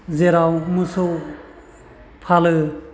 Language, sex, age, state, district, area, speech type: Bodo, male, 45-60, Assam, Chirang, rural, spontaneous